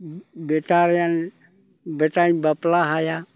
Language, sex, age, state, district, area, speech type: Santali, male, 60+, West Bengal, Purulia, rural, spontaneous